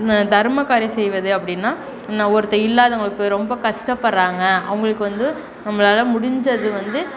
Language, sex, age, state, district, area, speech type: Tamil, female, 30-45, Tamil Nadu, Perambalur, rural, spontaneous